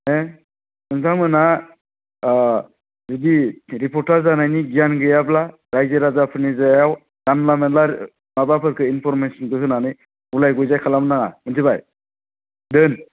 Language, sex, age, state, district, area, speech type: Bodo, male, 45-60, Assam, Baksa, rural, conversation